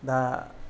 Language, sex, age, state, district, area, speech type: Bodo, male, 60+, Assam, Kokrajhar, rural, spontaneous